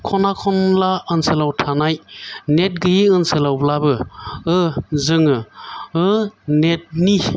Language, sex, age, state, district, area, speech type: Bodo, male, 45-60, Assam, Chirang, urban, spontaneous